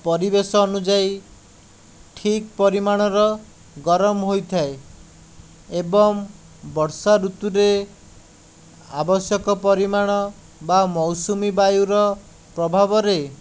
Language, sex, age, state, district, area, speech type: Odia, male, 45-60, Odisha, Khordha, rural, spontaneous